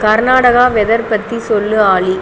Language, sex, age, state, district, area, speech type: Tamil, female, 30-45, Tamil Nadu, Pudukkottai, rural, read